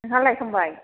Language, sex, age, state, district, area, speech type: Bodo, female, 30-45, Assam, Chirang, urban, conversation